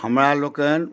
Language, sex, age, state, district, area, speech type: Maithili, male, 60+, Bihar, Madhubani, rural, spontaneous